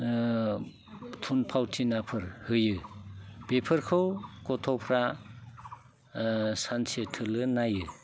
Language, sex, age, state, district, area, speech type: Bodo, male, 45-60, Assam, Udalguri, rural, spontaneous